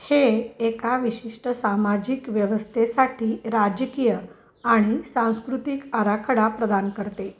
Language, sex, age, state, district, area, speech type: Marathi, female, 45-60, Maharashtra, Osmanabad, rural, read